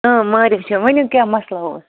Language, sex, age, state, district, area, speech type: Kashmiri, female, 30-45, Jammu and Kashmir, Anantnag, rural, conversation